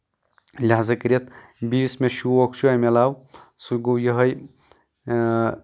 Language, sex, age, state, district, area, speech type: Kashmiri, male, 30-45, Jammu and Kashmir, Anantnag, rural, spontaneous